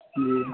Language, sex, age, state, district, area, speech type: Urdu, male, 30-45, Bihar, Supaul, urban, conversation